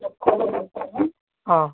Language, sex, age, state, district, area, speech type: Kannada, male, 18-30, Karnataka, Davanagere, rural, conversation